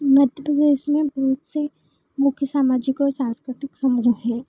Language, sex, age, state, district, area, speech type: Hindi, female, 30-45, Madhya Pradesh, Ujjain, urban, spontaneous